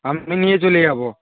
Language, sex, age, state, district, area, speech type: Bengali, male, 60+, West Bengal, Nadia, rural, conversation